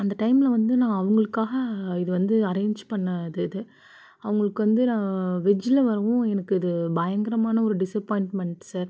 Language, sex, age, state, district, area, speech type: Tamil, female, 18-30, Tamil Nadu, Nagapattinam, rural, spontaneous